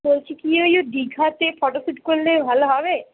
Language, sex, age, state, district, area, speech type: Bengali, female, 18-30, West Bengal, Paschim Bardhaman, urban, conversation